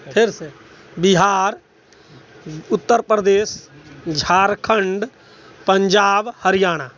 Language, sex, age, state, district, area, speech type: Maithili, male, 60+, Bihar, Sitamarhi, rural, spontaneous